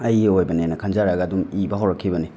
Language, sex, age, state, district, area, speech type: Manipuri, male, 45-60, Manipur, Imphal West, rural, spontaneous